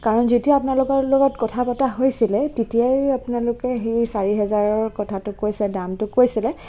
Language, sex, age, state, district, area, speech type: Assamese, female, 18-30, Assam, Nagaon, rural, spontaneous